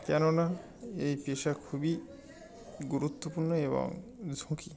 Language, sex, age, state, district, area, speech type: Bengali, male, 45-60, West Bengal, Birbhum, urban, spontaneous